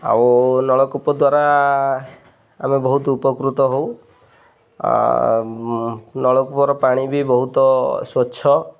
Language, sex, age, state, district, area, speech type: Odia, male, 30-45, Odisha, Jagatsinghpur, rural, spontaneous